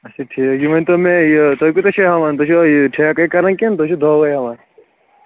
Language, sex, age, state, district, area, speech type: Kashmiri, male, 30-45, Jammu and Kashmir, Kulgam, rural, conversation